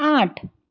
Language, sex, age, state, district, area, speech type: Gujarati, female, 45-60, Gujarat, Anand, urban, read